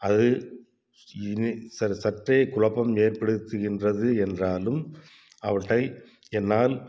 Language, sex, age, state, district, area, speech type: Tamil, male, 60+, Tamil Nadu, Tiruppur, urban, spontaneous